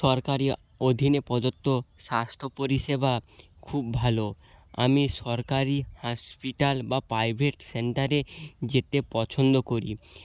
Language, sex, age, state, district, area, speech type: Bengali, male, 18-30, West Bengal, Nadia, rural, spontaneous